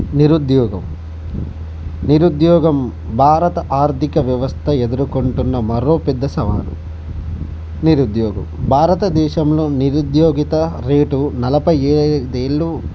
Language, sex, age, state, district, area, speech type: Telugu, male, 45-60, Andhra Pradesh, Visakhapatnam, urban, spontaneous